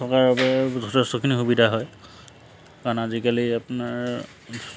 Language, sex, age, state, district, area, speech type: Assamese, male, 30-45, Assam, Charaideo, urban, spontaneous